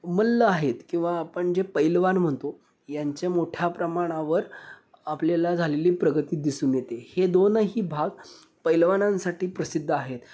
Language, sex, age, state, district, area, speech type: Marathi, male, 18-30, Maharashtra, Sangli, urban, spontaneous